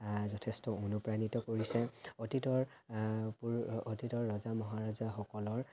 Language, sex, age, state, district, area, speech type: Assamese, male, 18-30, Assam, Charaideo, urban, spontaneous